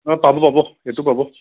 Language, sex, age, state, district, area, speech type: Assamese, male, 30-45, Assam, Sivasagar, rural, conversation